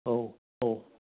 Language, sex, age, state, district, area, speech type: Bodo, male, 60+, Assam, Udalguri, urban, conversation